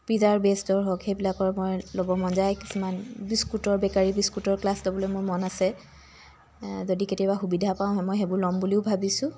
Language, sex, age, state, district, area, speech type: Assamese, female, 45-60, Assam, Tinsukia, rural, spontaneous